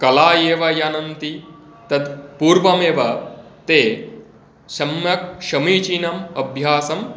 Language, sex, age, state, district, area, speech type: Sanskrit, male, 45-60, West Bengal, Hooghly, rural, spontaneous